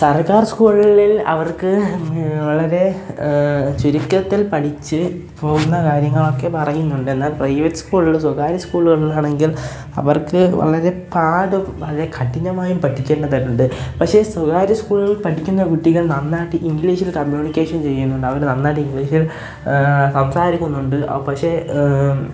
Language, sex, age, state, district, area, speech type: Malayalam, male, 18-30, Kerala, Kollam, rural, spontaneous